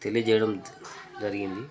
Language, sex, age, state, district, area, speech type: Telugu, male, 30-45, Telangana, Jangaon, rural, spontaneous